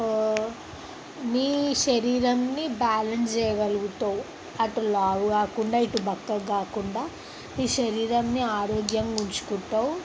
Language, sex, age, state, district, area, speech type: Telugu, female, 18-30, Telangana, Sangareddy, urban, spontaneous